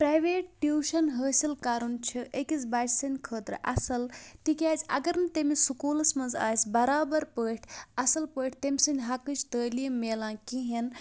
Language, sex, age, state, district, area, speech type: Kashmiri, male, 18-30, Jammu and Kashmir, Bandipora, rural, spontaneous